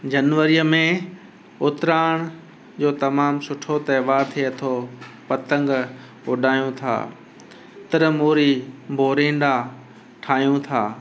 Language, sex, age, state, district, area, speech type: Sindhi, male, 45-60, Gujarat, Kutch, urban, spontaneous